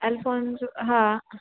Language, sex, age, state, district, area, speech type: Sindhi, female, 18-30, Uttar Pradesh, Lucknow, rural, conversation